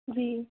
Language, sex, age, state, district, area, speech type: Hindi, female, 30-45, Madhya Pradesh, Balaghat, rural, conversation